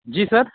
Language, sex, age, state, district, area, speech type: Hindi, male, 30-45, Uttar Pradesh, Jaunpur, rural, conversation